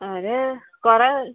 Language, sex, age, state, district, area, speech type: Malayalam, female, 18-30, Kerala, Kasaragod, rural, conversation